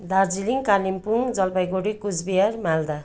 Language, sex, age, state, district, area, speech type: Nepali, female, 30-45, West Bengal, Darjeeling, rural, spontaneous